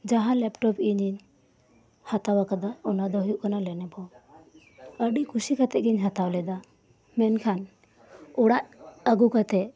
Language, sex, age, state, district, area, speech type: Santali, female, 30-45, West Bengal, Birbhum, rural, spontaneous